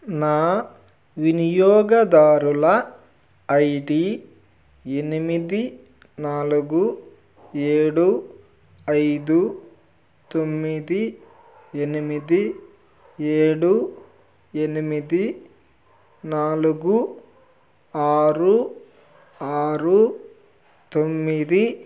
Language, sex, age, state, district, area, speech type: Telugu, male, 30-45, Andhra Pradesh, Nellore, rural, read